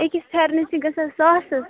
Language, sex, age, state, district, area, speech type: Kashmiri, female, 30-45, Jammu and Kashmir, Bandipora, rural, conversation